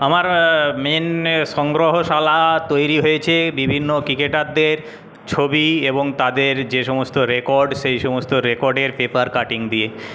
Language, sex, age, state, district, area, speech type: Bengali, male, 30-45, West Bengal, Paschim Medinipur, rural, spontaneous